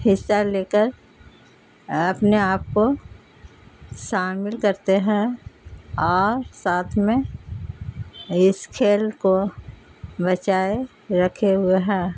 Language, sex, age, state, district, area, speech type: Urdu, female, 60+, Bihar, Gaya, urban, spontaneous